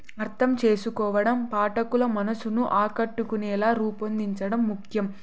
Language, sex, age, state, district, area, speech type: Telugu, female, 18-30, Andhra Pradesh, Sri Satya Sai, urban, spontaneous